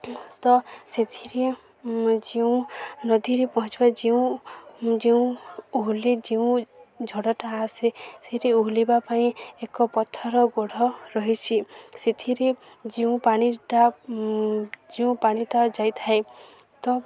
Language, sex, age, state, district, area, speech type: Odia, female, 18-30, Odisha, Balangir, urban, spontaneous